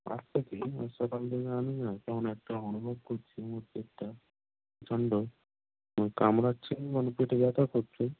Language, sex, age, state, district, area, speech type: Bengali, male, 18-30, West Bengal, North 24 Parganas, rural, conversation